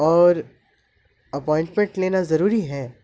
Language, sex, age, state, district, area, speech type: Urdu, male, 18-30, Delhi, North East Delhi, urban, spontaneous